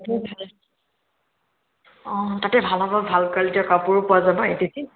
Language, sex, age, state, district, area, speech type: Assamese, female, 18-30, Assam, Tinsukia, rural, conversation